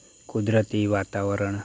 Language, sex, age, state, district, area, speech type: Gujarati, male, 30-45, Gujarat, Anand, rural, spontaneous